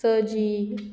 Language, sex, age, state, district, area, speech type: Goan Konkani, female, 18-30, Goa, Murmgao, urban, spontaneous